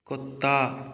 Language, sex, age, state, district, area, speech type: Hindi, male, 30-45, Rajasthan, Karauli, rural, read